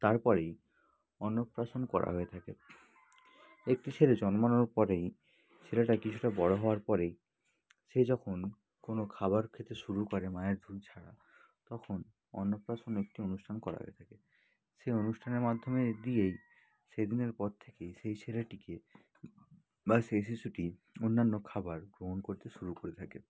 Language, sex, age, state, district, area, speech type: Bengali, male, 30-45, West Bengal, Bankura, urban, spontaneous